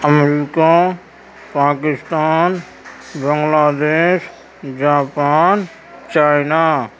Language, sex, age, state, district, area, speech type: Urdu, male, 30-45, Uttar Pradesh, Gautam Buddha Nagar, rural, spontaneous